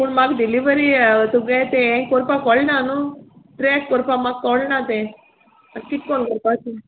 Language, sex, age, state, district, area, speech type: Goan Konkani, female, 30-45, Goa, Salcete, rural, conversation